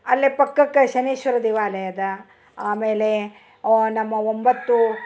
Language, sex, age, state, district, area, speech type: Kannada, female, 60+, Karnataka, Dharwad, rural, spontaneous